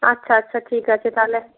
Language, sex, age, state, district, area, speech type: Bengali, female, 18-30, West Bengal, Purba Medinipur, rural, conversation